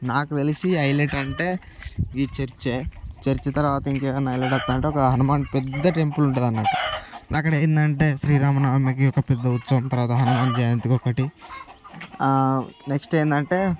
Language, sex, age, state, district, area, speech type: Telugu, male, 18-30, Telangana, Nirmal, rural, spontaneous